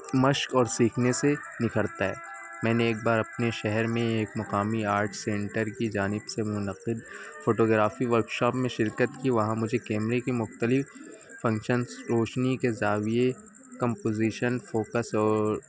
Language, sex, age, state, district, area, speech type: Urdu, male, 18-30, Uttar Pradesh, Azamgarh, rural, spontaneous